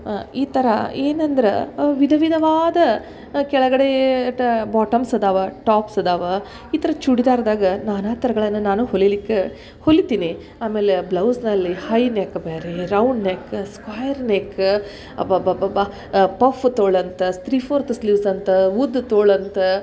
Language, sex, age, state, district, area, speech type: Kannada, female, 45-60, Karnataka, Dharwad, rural, spontaneous